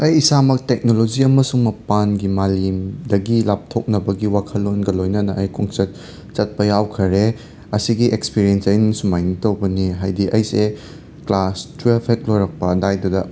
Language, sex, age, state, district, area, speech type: Manipuri, male, 30-45, Manipur, Imphal West, urban, spontaneous